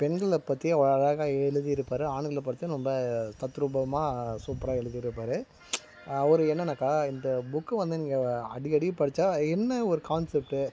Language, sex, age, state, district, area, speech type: Tamil, male, 45-60, Tamil Nadu, Tiruvannamalai, rural, spontaneous